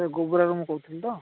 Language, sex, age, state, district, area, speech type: Odia, male, 18-30, Odisha, Ganjam, urban, conversation